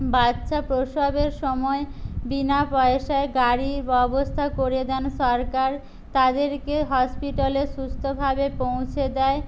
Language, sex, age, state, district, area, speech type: Bengali, other, 45-60, West Bengal, Jhargram, rural, spontaneous